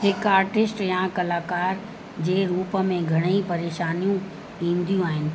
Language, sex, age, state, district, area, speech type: Sindhi, female, 60+, Uttar Pradesh, Lucknow, urban, spontaneous